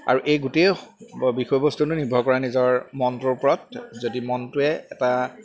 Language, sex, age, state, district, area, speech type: Assamese, male, 30-45, Assam, Jorhat, rural, spontaneous